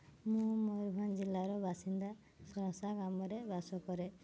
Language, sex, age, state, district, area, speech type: Odia, female, 18-30, Odisha, Mayurbhanj, rural, spontaneous